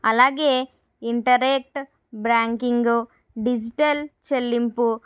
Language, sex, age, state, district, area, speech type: Telugu, female, 45-60, Andhra Pradesh, Kakinada, urban, spontaneous